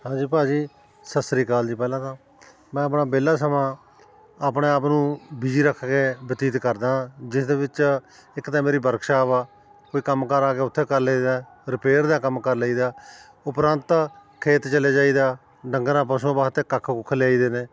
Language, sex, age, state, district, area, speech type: Punjabi, male, 45-60, Punjab, Fatehgarh Sahib, rural, spontaneous